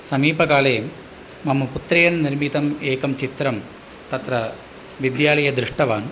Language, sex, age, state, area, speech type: Sanskrit, male, 45-60, Tamil Nadu, rural, spontaneous